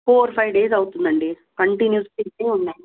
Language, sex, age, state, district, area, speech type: Telugu, female, 30-45, Andhra Pradesh, Krishna, urban, conversation